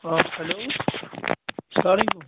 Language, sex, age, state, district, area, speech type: Kashmiri, male, 30-45, Jammu and Kashmir, Kupwara, rural, conversation